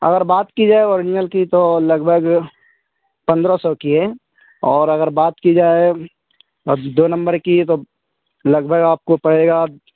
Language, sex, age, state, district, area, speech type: Urdu, male, 18-30, Uttar Pradesh, Saharanpur, urban, conversation